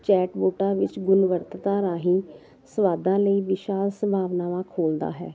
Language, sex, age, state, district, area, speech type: Punjabi, female, 45-60, Punjab, Jalandhar, urban, spontaneous